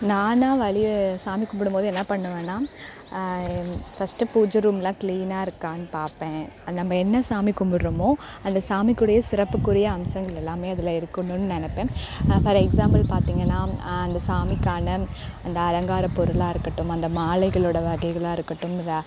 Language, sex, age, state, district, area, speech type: Tamil, female, 18-30, Tamil Nadu, Perambalur, rural, spontaneous